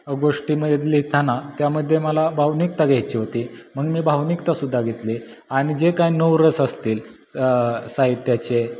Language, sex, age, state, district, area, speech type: Marathi, male, 18-30, Maharashtra, Satara, rural, spontaneous